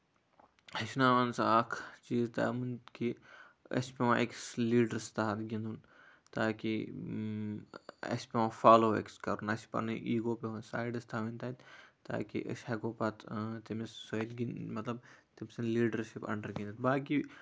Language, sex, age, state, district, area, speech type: Kashmiri, male, 30-45, Jammu and Kashmir, Kupwara, rural, spontaneous